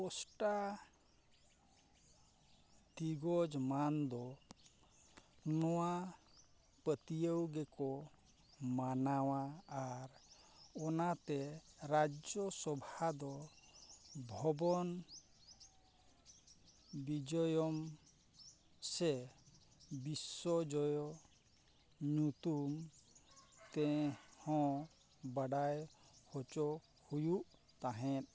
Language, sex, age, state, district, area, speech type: Santali, male, 45-60, Odisha, Mayurbhanj, rural, read